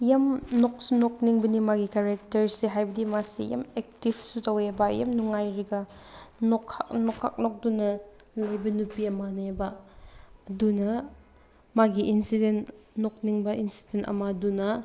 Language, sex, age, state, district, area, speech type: Manipuri, female, 18-30, Manipur, Senapati, urban, spontaneous